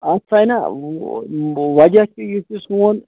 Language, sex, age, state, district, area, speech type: Kashmiri, male, 30-45, Jammu and Kashmir, Ganderbal, rural, conversation